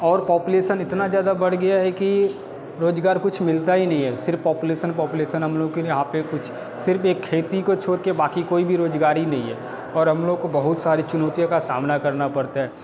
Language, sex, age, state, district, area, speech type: Hindi, male, 30-45, Bihar, Darbhanga, rural, spontaneous